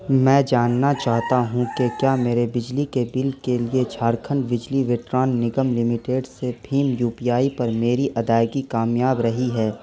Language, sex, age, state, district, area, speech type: Urdu, male, 18-30, Bihar, Saharsa, rural, read